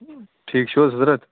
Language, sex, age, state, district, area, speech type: Kashmiri, male, 30-45, Jammu and Kashmir, Ganderbal, rural, conversation